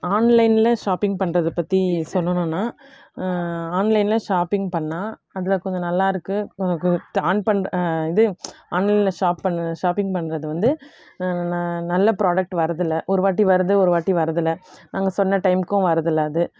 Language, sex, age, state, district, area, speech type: Tamil, female, 30-45, Tamil Nadu, Krishnagiri, rural, spontaneous